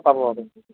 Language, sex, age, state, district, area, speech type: Assamese, male, 18-30, Assam, Lakhimpur, urban, conversation